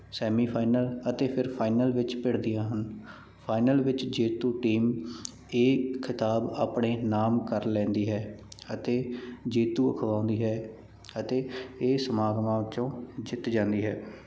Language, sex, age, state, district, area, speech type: Punjabi, male, 30-45, Punjab, Mansa, rural, spontaneous